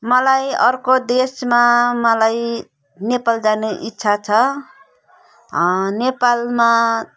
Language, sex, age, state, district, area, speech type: Nepali, female, 45-60, West Bengal, Darjeeling, rural, spontaneous